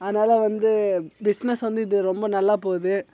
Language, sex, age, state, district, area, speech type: Tamil, male, 18-30, Tamil Nadu, Tiruvannamalai, rural, spontaneous